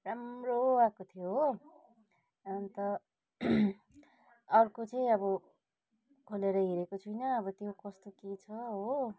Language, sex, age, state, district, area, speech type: Nepali, female, 45-60, West Bengal, Kalimpong, rural, spontaneous